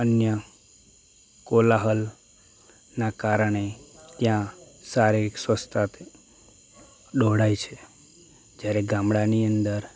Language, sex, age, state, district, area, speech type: Gujarati, male, 30-45, Gujarat, Anand, rural, spontaneous